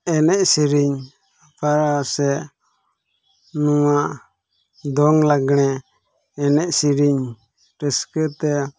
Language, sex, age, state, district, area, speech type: Santali, male, 18-30, Jharkhand, Pakur, rural, spontaneous